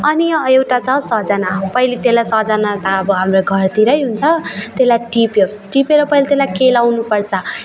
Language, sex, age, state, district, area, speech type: Nepali, female, 18-30, West Bengal, Alipurduar, urban, spontaneous